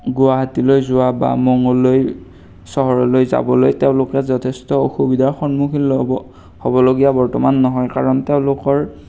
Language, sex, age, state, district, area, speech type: Assamese, male, 18-30, Assam, Darrang, rural, spontaneous